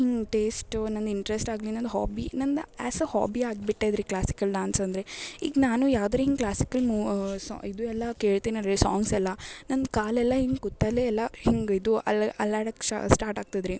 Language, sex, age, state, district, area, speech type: Kannada, female, 18-30, Karnataka, Gulbarga, urban, spontaneous